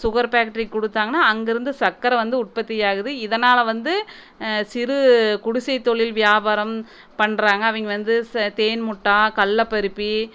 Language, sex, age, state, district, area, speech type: Tamil, female, 30-45, Tamil Nadu, Erode, rural, spontaneous